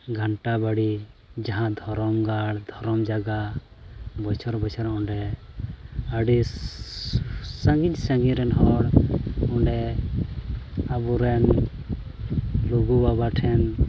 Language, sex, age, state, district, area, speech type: Santali, male, 18-30, Jharkhand, Pakur, rural, spontaneous